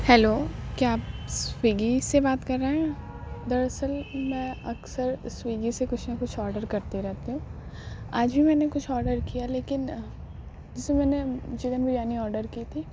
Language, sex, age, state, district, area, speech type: Urdu, female, 18-30, Uttar Pradesh, Aligarh, urban, spontaneous